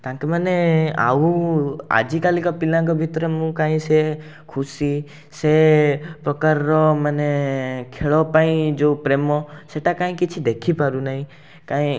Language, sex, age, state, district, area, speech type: Odia, male, 18-30, Odisha, Rayagada, urban, spontaneous